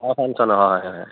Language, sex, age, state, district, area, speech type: Assamese, male, 30-45, Assam, Barpeta, rural, conversation